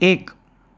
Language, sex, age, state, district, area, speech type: Gujarati, male, 18-30, Gujarat, Anand, urban, read